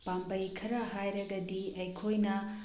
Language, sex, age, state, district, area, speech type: Manipuri, female, 45-60, Manipur, Bishnupur, rural, spontaneous